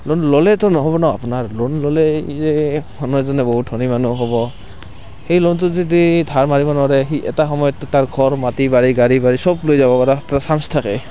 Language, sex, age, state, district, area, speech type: Assamese, male, 18-30, Assam, Barpeta, rural, spontaneous